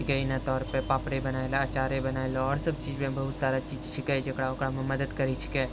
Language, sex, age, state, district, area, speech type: Maithili, male, 30-45, Bihar, Purnia, rural, spontaneous